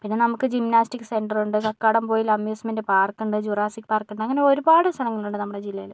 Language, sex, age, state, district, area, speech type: Malayalam, female, 60+, Kerala, Kozhikode, urban, spontaneous